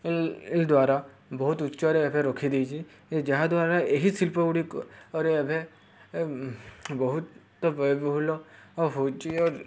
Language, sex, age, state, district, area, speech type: Odia, male, 18-30, Odisha, Subarnapur, urban, spontaneous